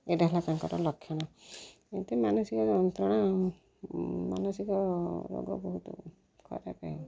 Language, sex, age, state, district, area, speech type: Odia, female, 45-60, Odisha, Rayagada, rural, spontaneous